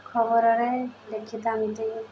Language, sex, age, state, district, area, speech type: Odia, female, 18-30, Odisha, Sundergarh, urban, spontaneous